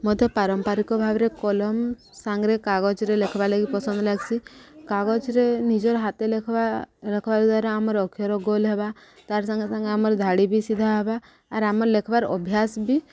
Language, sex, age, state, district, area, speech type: Odia, female, 30-45, Odisha, Subarnapur, urban, spontaneous